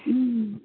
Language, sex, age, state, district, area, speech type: Tamil, female, 18-30, Tamil Nadu, Chennai, urban, conversation